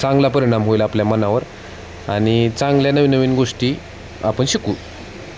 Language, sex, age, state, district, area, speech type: Marathi, male, 30-45, Maharashtra, Osmanabad, rural, spontaneous